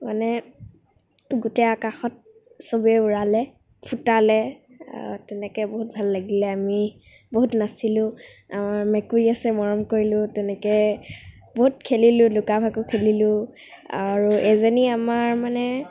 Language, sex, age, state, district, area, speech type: Assamese, female, 18-30, Assam, Nagaon, rural, spontaneous